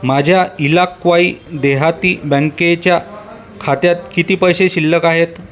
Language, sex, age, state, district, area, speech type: Marathi, male, 30-45, Maharashtra, Buldhana, urban, read